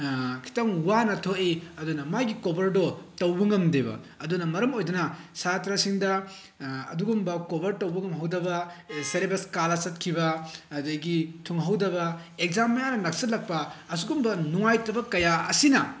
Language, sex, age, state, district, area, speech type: Manipuri, male, 18-30, Manipur, Bishnupur, rural, spontaneous